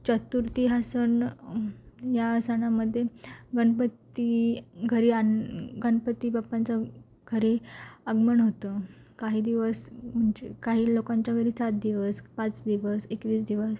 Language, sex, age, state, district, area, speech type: Marathi, female, 18-30, Maharashtra, Sindhudurg, rural, spontaneous